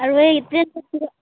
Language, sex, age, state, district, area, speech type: Assamese, female, 30-45, Assam, Udalguri, rural, conversation